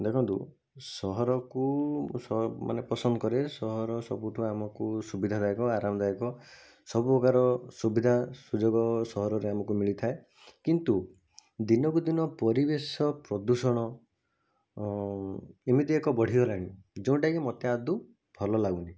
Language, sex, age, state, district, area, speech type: Odia, male, 45-60, Odisha, Bhadrak, rural, spontaneous